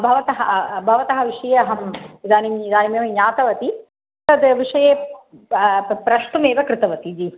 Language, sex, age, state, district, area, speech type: Sanskrit, female, 45-60, Tamil Nadu, Chennai, urban, conversation